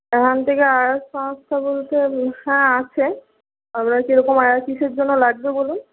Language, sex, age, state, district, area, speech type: Bengali, female, 45-60, West Bengal, Jhargram, rural, conversation